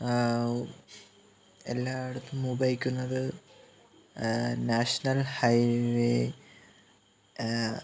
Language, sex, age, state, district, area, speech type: Malayalam, male, 18-30, Kerala, Kollam, rural, spontaneous